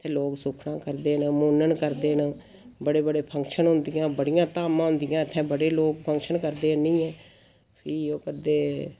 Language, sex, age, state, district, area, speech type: Dogri, female, 45-60, Jammu and Kashmir, Samba, rural, spontaneous